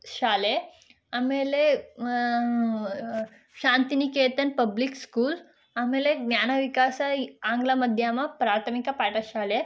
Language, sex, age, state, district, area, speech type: Kannada, female, 30-45, Karnataka, Ramanagara, rural, spontaneous